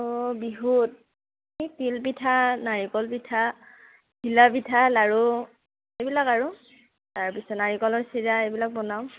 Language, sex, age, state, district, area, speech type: Assamese, female, 18-30, Assam, Darrang, rural, conversation